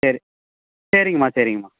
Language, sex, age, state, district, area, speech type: Tamil, male, 30-45, Tamil Nadu, Thanjavur, rural, conversation